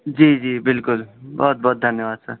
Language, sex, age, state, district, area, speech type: Urdu, male, 18-30, Delhi, East Delhi, urban, conversation